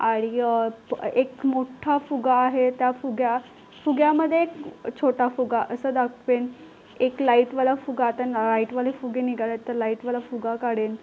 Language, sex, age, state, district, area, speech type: Marathi, female, 18-30, Maharashtra, Solapur, urban, spontaneous